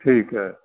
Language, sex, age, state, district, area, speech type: Punjabi, male, 60+, Punjab, Mansa, urban, conversation